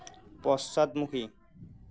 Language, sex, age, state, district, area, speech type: Assamese, male, 30-45, Assam, Nagaon, rural, read